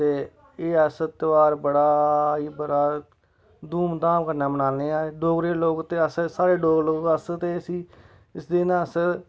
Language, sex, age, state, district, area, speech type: Dogri, male, 30-45, Jammu and Kashmir, Samba, rural, spontaneous